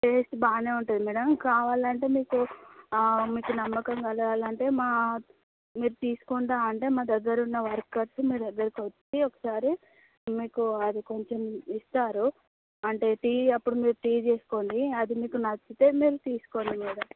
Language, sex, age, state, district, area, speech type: Telugu, female, 30-45, Andhra Pradesh, Visakhapatnam, urban, conversation